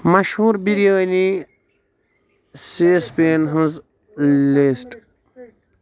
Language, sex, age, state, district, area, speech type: Kashmiri, male, 18-30, Jammu and Kashmir, Budgam, rural, read